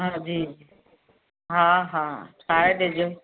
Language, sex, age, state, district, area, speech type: Sindhi, female, 60+, Madhya Pradesh, Katni, urban, conversation